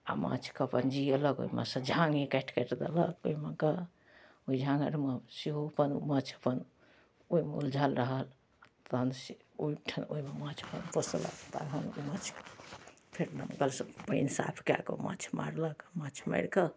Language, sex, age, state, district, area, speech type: Maithili, female, 45-60, Bihar, Darbhanga, urban, spontaneous